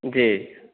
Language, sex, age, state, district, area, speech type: Maithili, male, 30-45, Bihar, Supaul, urban, conversation